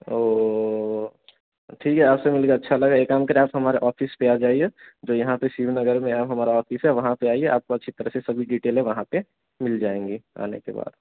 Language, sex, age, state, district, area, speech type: Hindi, male, 18-30, Bihar, Samastipur, urban, conversation